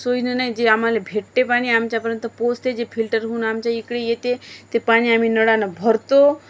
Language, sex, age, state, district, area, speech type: Marathi, female, 30-45, Maharashtra, Washim, urban, spontaneous